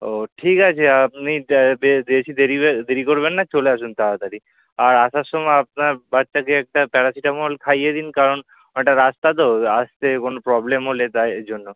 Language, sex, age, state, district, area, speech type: Bengali, male, 18-30, West Bengal, Kolkata, urban, conversation